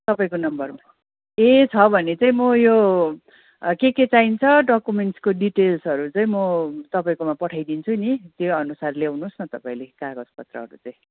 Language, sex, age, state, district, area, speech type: Nepali, female, 45-60, West Bengal, Jalpaiguri, urban, conversation